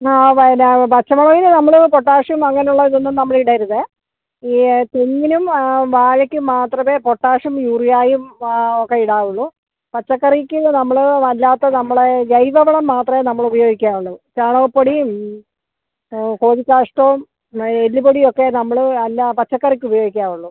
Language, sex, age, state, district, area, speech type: Malayalam, female, 45-60, Kerala, Alappuzha, rural, conversation